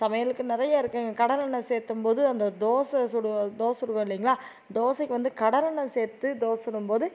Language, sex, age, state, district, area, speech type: Tamil, female, 30-45, Tamil Nadu, Tiruppur, urban, spontaneous